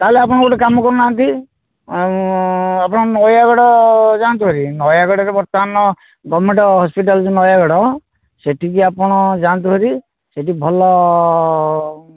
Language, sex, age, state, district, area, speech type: Odia, male, 45-60, Odisha, Nayagarh, rural, conversation